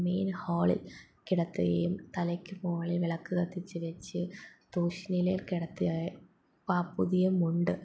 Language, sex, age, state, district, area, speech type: Malayalam, female, 18-30, Kerala, Palakkad, rural, spontaneous